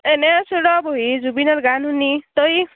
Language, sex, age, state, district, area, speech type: Assamese, female, 18-30, Assam, Barpeta, rural, conversation